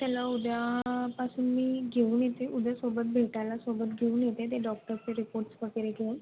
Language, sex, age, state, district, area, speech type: Marathi, female, 30-45, Maharashtra, Nagpur, rural, conversation